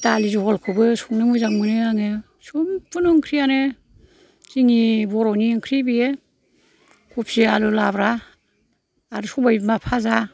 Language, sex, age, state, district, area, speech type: Bodo, female, 60+, Assam, Kokrajhar, rural, spontaneous